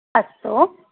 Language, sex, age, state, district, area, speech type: Sanskrit, female, 30-45, Tamil Nadu, Coimbatore, rural, conversation